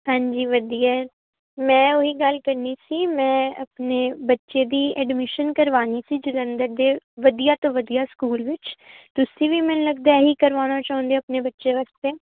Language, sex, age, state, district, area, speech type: Punjabi, female, 18-30, Punjab, Jalandhar, urban, conversation